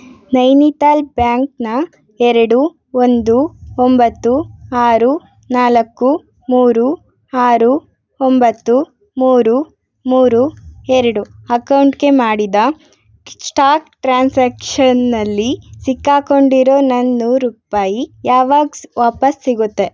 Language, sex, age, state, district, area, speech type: Kannada, female, 18-30, Karnataka, Davanagere, urban, read